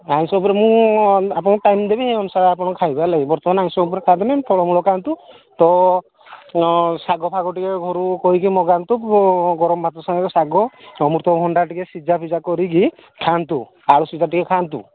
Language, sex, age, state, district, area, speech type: Odia, male, 45-60, Odisha, Angul, rural, conversation